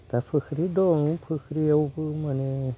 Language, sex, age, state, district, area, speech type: Bodo, male, 30-45, Assam, Udalguri, rural, spontaneous